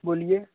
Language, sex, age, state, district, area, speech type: Hindi, male, 18-30, Uttar Pradesh, Prayagraj, urban, conversation